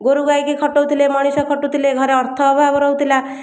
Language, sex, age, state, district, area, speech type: Odia, female, 60+, Odisha, Khordha, rural, spontaneous